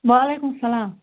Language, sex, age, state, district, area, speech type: Kashmiri, female, 30-45, Jammu and Kashmir, Baramulla, rural, conversation